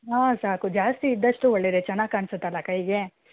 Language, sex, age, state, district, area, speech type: Kannada, female, 30-45, Karnataka, Bangalore Rural, rural, conversation